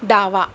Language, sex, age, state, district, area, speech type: Marathi, female, 30-45, Maharashtra, Mumbai Suburban, urban, read